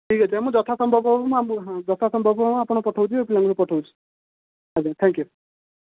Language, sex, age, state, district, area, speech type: Odia, male, 30-45, Odisha, Sundergarh, urban, conversation